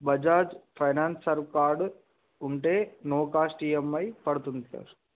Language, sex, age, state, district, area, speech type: Telugu, male, 18-30, Telangana, Adilabad, urban, conversation